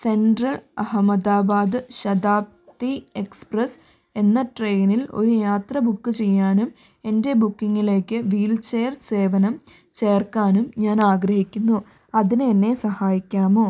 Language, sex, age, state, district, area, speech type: Malayalam, female, 45-60, Kerala, Wayanad, rural, read